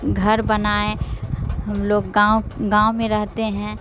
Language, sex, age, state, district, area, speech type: Urdu, female, 45-60, Bihar, Darbhanga, rural, spontaneous